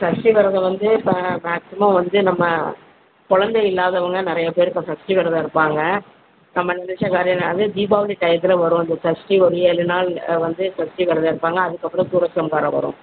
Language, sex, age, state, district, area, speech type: Tamil, female, 60+, Tamil Nadu, Virudhunagar, rural, conversation